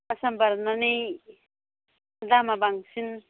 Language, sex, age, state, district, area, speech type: Bodo, female, 30-45, Assam, Baksa, rural, conversation